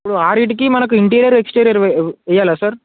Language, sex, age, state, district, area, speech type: Telugu, male, 18-30, Telangana, Bhadradri Kothagudem, urban, conversation